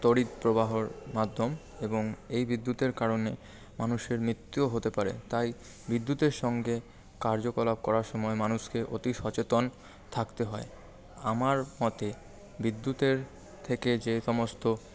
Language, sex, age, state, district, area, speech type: Bengali, male, 30-45, West Bengal, Paschim Bardhaman, urban, spontaneous